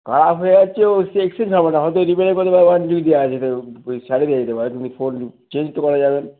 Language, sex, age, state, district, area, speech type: Bengali, male, 45-60, West Bengal, North 24 Parganas, urban, conversation